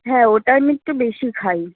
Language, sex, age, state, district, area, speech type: Bengali, female, 18-30, West Bengal, Darjeeling, rural, conversation